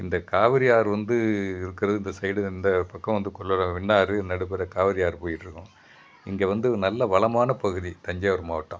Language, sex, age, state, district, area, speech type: Tamil, male, 60+, Tamil Nadu, Thanjavur, rural, spontaneous